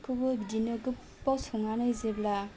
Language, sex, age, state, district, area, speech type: Bodo, female, 30-45, Assam, Chirang, rural, spontaneous